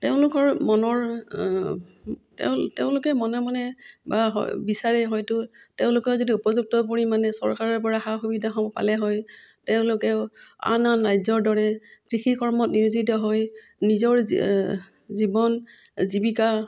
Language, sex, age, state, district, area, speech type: Assamese, female, 45-60, Assam, Udalguri, rural, spontaneous